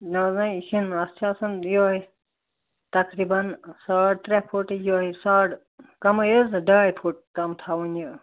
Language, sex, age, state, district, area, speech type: Kashmiri, male, 18-30, Jammu and Kashmir, Ganderbal, rural, conversation